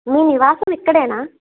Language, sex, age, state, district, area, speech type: Telugu, female, 30-45, Andhra Pradesh, East Godavari, rural, conversation